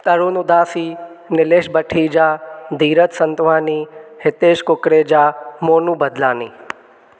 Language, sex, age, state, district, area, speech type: Sindhi, male, 18-30, Maharashtra, Thane, urban, spontaneous